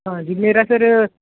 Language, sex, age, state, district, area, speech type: Punjabi, male, 18-30, Punjab, Ludhiana, urban, conversation